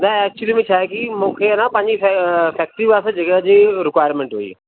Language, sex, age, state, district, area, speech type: Sindhi, male, 45-60, Delhi, South Delhi, urban, conversation